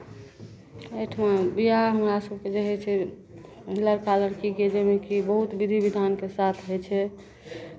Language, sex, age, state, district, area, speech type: Maithili, female, 45-60, Bihar, Madhepura, rural, spontaneous